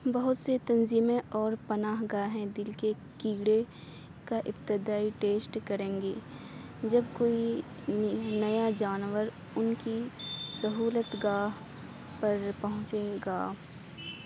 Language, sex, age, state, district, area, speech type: Urdu, female, 18-30, Uttar Pradesh, Aligarh, rural, read